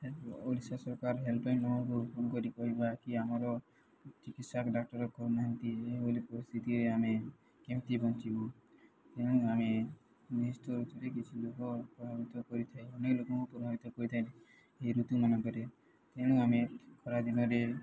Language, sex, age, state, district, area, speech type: Odia, male, 18-30, Odisha, Subarnapur, urban, spontaneous